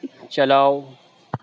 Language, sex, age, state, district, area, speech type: Urdu, male, 45-60, Uttar Pradesh, Lucknow, urban, read